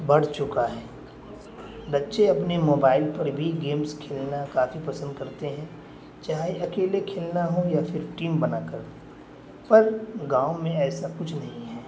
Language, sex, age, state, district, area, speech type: Urdu, male, 18-30, Bihar, Darbhanga, urban, spontaneous